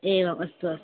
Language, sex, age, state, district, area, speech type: Sanskrit, female, 18-30, Maharashtra, Chandrapur, rural, conversation